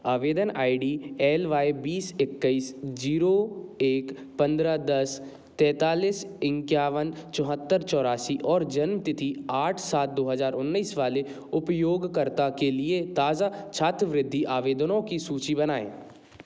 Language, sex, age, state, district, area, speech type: Hindi, male, 30-45, Madhya Pradesh, Jabalpur, urban, read